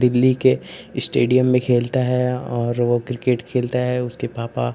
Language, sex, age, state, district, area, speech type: Hindi, male, 18-30, Uttar Pradesh, Ghazipur, urban, spontaneous